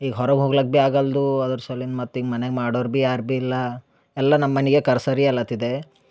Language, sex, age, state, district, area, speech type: Kannada, male, 18-30, Karnataka, Bidar, urban, spontaneous